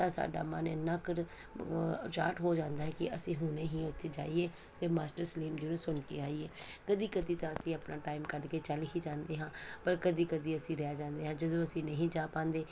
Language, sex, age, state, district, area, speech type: Punjabi, female, 45-60, Punjab, Pathankot, rural, spontaneous